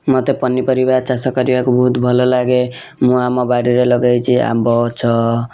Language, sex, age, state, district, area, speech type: Odia, male, 18-30, Odisha, Kendujhar, urban, spontaneous